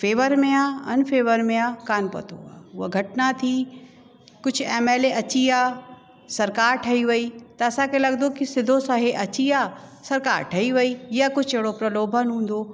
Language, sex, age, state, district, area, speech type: Sindhi, female, 45-60, Uttar Pradesh, Lucknow, urban, spontaneous